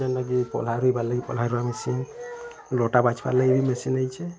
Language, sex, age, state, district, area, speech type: Odia, male, 45-60, Odisha, Bargarh, urban, spontaneous